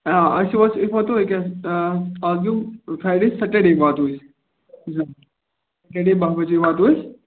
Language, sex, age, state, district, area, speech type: Kashmiri, male, 18-30, Jammu and Kashmir, Budgam, rural, conversation